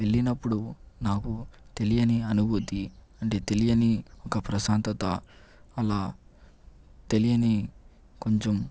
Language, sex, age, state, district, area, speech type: Telugu, male, 18-30, Andhra Pradesh, Chittoor, urban, spontaneous